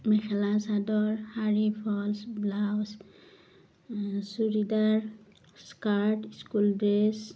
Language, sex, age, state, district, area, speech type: Assamese, female, 30-45, Assam, Udalguri, rural, spontaneous